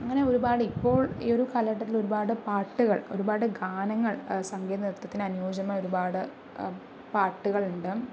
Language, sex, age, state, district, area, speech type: Malayalam, female, 30-45, Kerala, Palakkad, urban, spontaneous